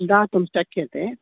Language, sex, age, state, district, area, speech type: Sanskrit, female, 45-60, Karnataka, Dakshina Kannada, urban, conversation